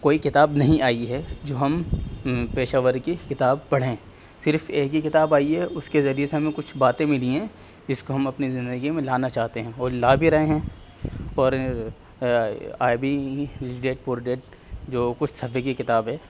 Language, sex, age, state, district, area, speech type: Urdu, male, 18-30, Delhi, East Delhi, rural, spontaneous